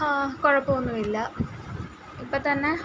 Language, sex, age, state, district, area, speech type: Malayalam, female, 18-30, Kerala, Kollam, rural, spontaneous